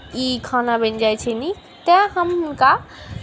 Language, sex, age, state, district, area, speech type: Maithili, female, 18-30, Bihar, Saharsa, rural, spontaneous